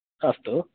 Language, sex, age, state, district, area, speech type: Sanskrit, male, 30-45, Karnataka, Udupi, urban, conversation